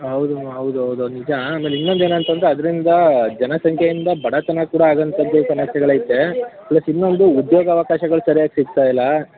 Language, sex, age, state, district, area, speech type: Kannada, male, 18-30, Karnataka, Mandya, rural, conversation